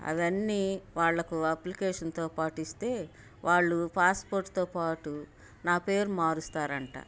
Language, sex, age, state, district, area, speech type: Telugu, female, 45-60, Andhra Pradesh, Bapatla, urban, spontaneous